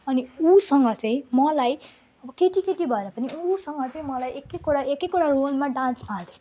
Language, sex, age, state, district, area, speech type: Nepali, female, 18-30, West Bengal, Jalpaiguri, rural, spontaneous